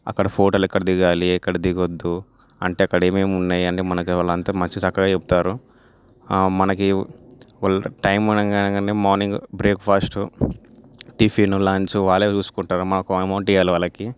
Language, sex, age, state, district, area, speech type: Telugu, male, 18-30, Telangana, Nalgonda, urban, spontaneous